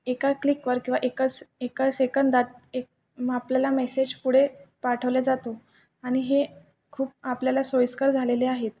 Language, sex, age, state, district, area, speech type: Marathi, male, 18-30, Maharashtra, Buldhana, urban, spontaneous